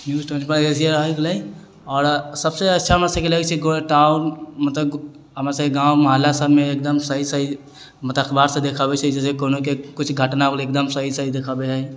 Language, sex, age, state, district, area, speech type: Maithili, male, 18-30, Bihar, Sitamarhi, urban, spontaneous